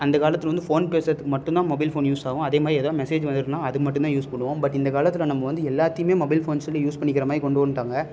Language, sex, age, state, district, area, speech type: Tamil, male, 18-30, Tamil Nadu, Salem, urban, spontaneous